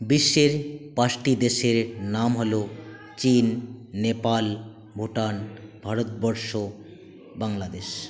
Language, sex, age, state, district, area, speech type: Bengali, male, 18-30, West Bengal, Jalpaiguri, rural, spontaneous